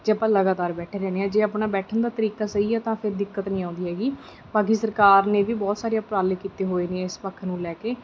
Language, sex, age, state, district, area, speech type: Punjabi, female, 30-45, Punjab, Mansa, urban, spontaneous